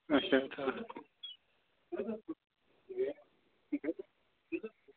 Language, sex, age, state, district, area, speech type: Kashmiri, male, 18-30, Jammu and Kashmir, Ganderbal, rural, conversation